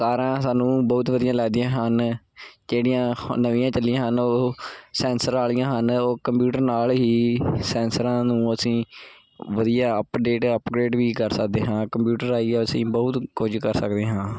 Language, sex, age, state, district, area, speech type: Punjabi, male, 18-30, Punjab, Gurdaspur, urban, spontaneous